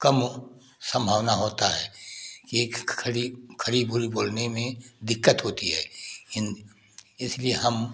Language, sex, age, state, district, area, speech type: Hindi, male, 60+, Uttar Pradesh, Prayagraj, rural, spontaneous